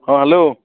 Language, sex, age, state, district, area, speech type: Odia, male, 45-60, Odisha, Nayagarh, rural, conversation